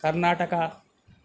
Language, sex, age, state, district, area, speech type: Telugu, male, 60+, Telangana, Hyderabad, urban, spontaneous